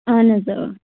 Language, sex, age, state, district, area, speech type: Kashmiri, female, 18-30, Jammu and Kashmir, Budgam, rural, conversation